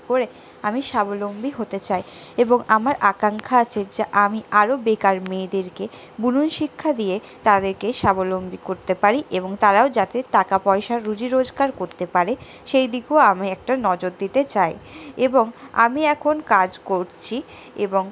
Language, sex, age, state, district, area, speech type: Bengali, female, 60+, West Bengal, Purulia, rural, spontaneous